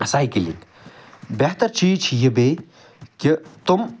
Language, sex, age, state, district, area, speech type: Kashmiri, male, 45-60, Jammu and Kashmir, Ganderbal, urban, spontaneous